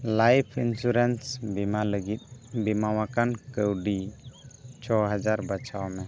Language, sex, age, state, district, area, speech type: Santali, male, 18-30, Jharkhand, Pakur, rural, read